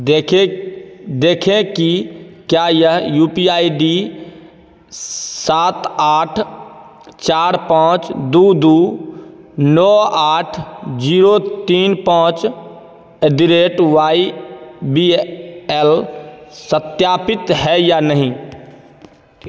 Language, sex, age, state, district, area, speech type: Hindi, male, 30-45, Bihar, Begusarai, rural, read